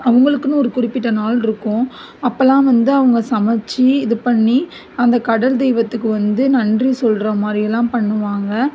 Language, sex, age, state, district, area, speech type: Tamil, female, 45-60, Tamil Nadu, Mayiladuthurai, rural, spontaneous